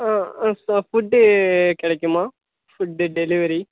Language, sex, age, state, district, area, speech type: Tamil, male, 18-30, Tamil Nadu, Kallakurichi, rural, conversation